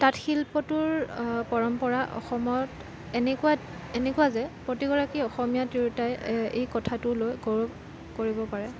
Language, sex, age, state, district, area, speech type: Assamese, female, 18-30, Assam, Kamrup Metropolitan, urban, spontaneous